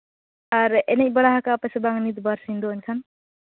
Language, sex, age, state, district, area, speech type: Santali, female, 18-30, Jharkhand, Seraikela Kharsawan, rural, conversation